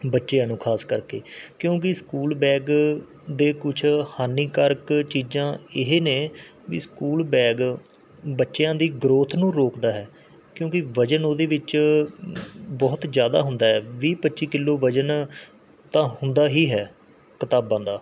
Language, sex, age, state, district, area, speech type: Punjabi, male, 18-30, Punjab, Mohali, urban, spontaneous